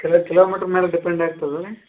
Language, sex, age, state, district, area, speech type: Kannada, male, 30-45, Karnataka, Gadag, rural, conversation